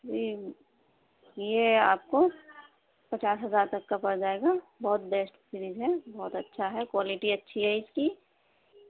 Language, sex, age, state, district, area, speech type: Urdu, female, 30-45, Uttar Pradesh, Ghaziabad, urban, conversation